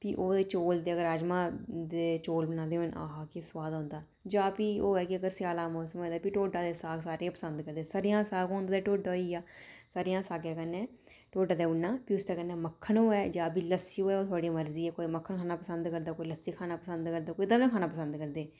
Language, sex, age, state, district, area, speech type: Dogri, female, 30-45, Jammu and Kashmir, Udhampur, urban, spontaneous